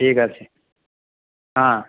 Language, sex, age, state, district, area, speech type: Bengali, male, 60+, West Bengal, Paschim Bardhaman, rural, conversation